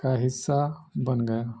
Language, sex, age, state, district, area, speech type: Urdu, male, 30-45, Bihar, Gaya, urban, spontaneous